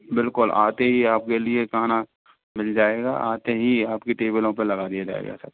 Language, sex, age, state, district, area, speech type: Hindi, male, 18-30, Rajasthan, Karauli, rural, conversation